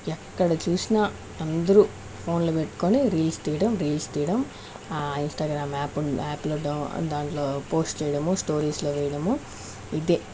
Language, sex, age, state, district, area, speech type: Telugu, female, 60+, Andhra Pradesh, Sri Balaji, urban, spontaneous